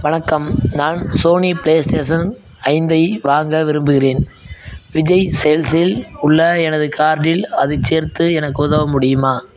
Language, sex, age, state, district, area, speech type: Tamil, male, 18-30, Tamil Nadu, Madurai, rural, read